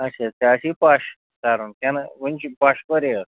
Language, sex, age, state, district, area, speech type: Kashmiri, male, 30-45, Jammu and Kashmir, Ganderbal, rural, conversation